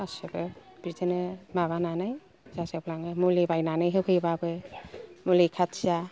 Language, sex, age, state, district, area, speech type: Bodo, female, 60+, Assam, Kokrajhar, rural, spontaneous